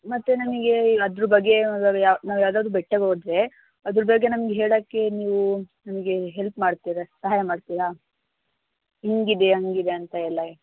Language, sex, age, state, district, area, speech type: Kannada, female, 30-45, Karnataka, Tumkur, rural, conversation